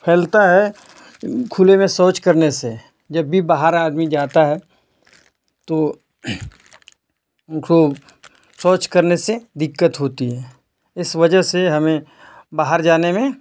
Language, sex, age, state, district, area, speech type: Hindi, male, 18-30, Uttar Pradesh, Ghazipur, rural, spontaneous